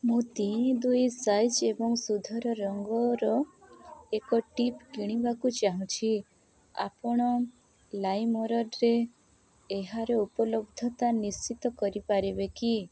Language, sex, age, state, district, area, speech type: Odia, female, 18-30, Odisha, Nabarangpur, urban, read